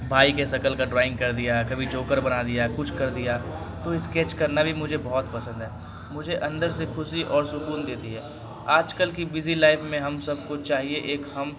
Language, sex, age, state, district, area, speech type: Urdu, male, 18-30, Bihar, Darbhanga, urban, spontaneous